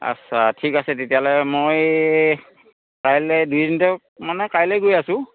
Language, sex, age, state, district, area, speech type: Assamese, male, 60+, Assam, Dhemaji, rural, conversation